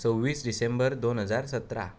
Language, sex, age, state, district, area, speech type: Goan Konkani, male, 30-45, Goa, Bardez, rural, spontaneous